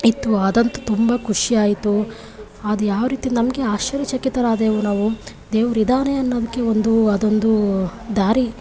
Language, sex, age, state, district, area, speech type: Kannada, female, 30-45, Karnataka, Chamarajanagar, rural, spontaneous